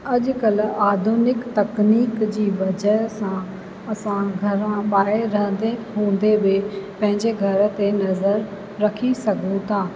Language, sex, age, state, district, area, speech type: Sindhi, female, 45-60, Rajasthan, Ajmer, urban, spontaneous